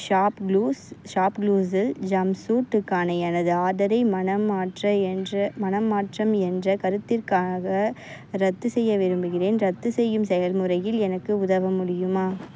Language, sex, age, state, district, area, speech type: Tamil, female, 18-30, Tamil Nadu, Vellore, urban, read